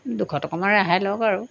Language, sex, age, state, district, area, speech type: Assamese, female, 45-60, Assam, Golaghat, urban, spontaneous